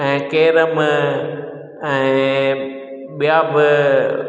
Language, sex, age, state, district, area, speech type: Sindhi, male, 60+, Gujarat, Junagadh, rural, spontaneous